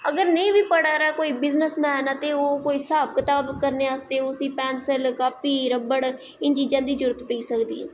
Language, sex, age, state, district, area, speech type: Dogri, female, 18-30, Jammu and Kashmir, Jammu, urban, spontaneous